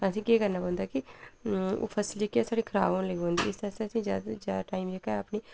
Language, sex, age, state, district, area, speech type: Dogri, female, 30-45, Jammu and Kashmir, Udhampur, rural, spontaneous